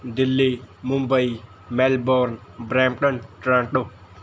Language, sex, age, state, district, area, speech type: Punjabi, male, 18-30, Punjab, Mohali, rural, spontaneous